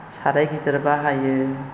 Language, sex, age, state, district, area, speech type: Bodo, female, 60+, Assam, Chirang, rural, spontaneous